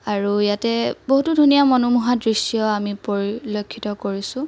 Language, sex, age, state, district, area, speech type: Assamese, female, 18-30, Assam, Biswanath, rural, spontaneous